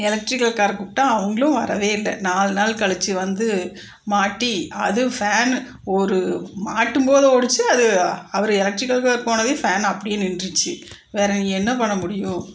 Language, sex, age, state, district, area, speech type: Tamil, female, 45-60, Tamil Nadu, Coimbatore, urban, spontaneous